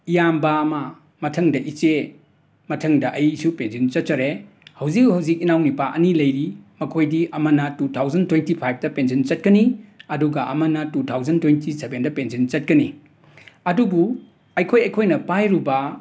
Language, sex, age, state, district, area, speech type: Manipuri, male, 60+, Manipur, Imphal West, urban, spontaneous